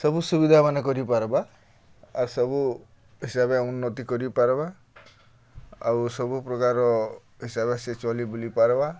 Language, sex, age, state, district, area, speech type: Odia, male, 45-60, Odisha, Bargarh, rural, spontaneous